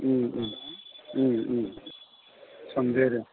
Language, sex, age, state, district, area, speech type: Bodo, male, 45-60, Assam, Chirang, urban, conversation